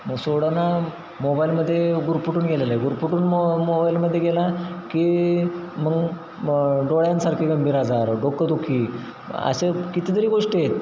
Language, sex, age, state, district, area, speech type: Marathi, male, 30-45, Maharashtra, Satara, rural, spontaneous